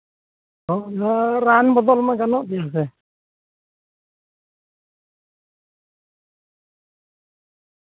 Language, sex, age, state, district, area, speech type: Santali, male, 45-60, Jharkhand, East Singhbhum, rural, conversation